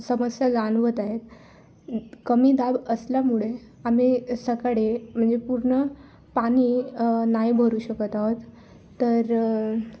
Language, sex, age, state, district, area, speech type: Marathi, female, 18-30, Maharashtra, Bhandara, rural, spontaneous